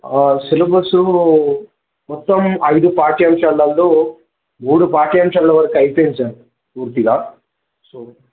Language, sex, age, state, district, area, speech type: Telugu, male, 18-30, Telangana, Hanamkonda, urban, conversation